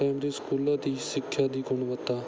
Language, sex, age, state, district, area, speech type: Punjabi, male, 18-30, Punjab, Bathinda, rural, spontaneous